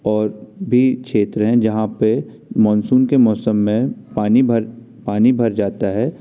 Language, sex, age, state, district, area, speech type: Hindi, male, 30-45, Madhya Pradesh, Jabalpur, urban, spontaneous